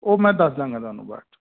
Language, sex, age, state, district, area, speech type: Punjabi, male, 30-45, Punjab, Kapurthala, urban, conversation